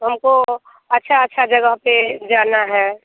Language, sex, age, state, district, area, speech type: Hindi, female, 30-45, Bihar, Muzaffarpur, rural, conversation